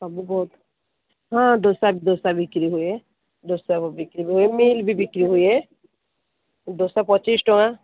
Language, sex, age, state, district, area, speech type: Odia, female, 45-60, Odisha, Sundergarh, urban, conversation